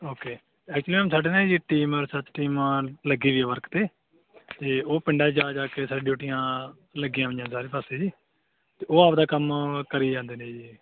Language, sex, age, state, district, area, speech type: Punjabi, male, 18-30, Punjab, Bathinda, urban, conversation